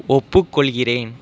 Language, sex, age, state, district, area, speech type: Tamil, male, 30-45, Tamil Nadu, Pudukkottai, rural, read